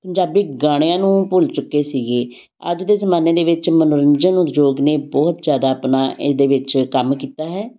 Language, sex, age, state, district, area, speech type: Punjabi, female, 60+, Punjab, Amritsar, urban, spontaneous